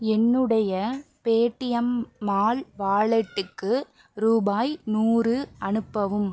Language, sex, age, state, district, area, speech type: Tamil, female, 18-30, Tamil Nadu, Pudukkottai, rural, read